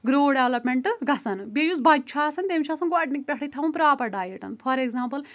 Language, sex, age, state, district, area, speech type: Kashmiri, female, 18-30, Jammu and Kashmir, Kulgam, rural, spontaneous